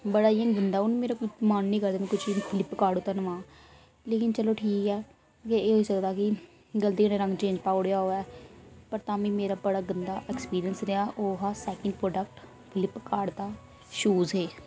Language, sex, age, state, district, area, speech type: Dogri, female, 45-60, Jammu and Kashmir, Reasi, rural, spontaneous